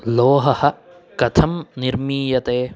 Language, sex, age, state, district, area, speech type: Sanskrit, male, 18-30, Karnataka, Chikkamagaluru, urban, read